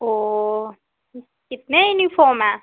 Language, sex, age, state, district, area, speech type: Hindi, female, 18-30, Uttar Pradesh, Ghazipur, rural, conversation